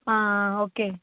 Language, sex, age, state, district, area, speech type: Goan Konkani, female, 18-30, Goa, Canacona, rural, conversation